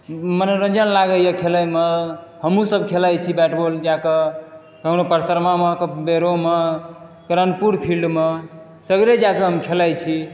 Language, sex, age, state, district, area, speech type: Maithili, male, 18-30, Bihar, Supaul, rural, spontaneous